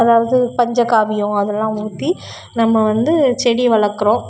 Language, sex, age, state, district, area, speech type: Tamil, female, 30-45, Tamil Nadu, Thoothukudi, urban, spontaneous